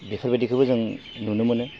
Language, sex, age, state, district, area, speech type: Bodo, male, 30-45, Assam, Baksa, rural, spontaneous